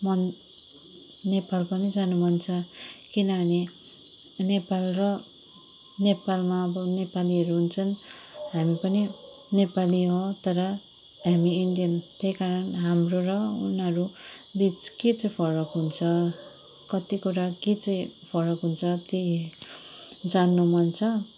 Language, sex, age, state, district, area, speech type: Nepali, female, 30-45, West Bengal, Darjeeling, rural, spontaneous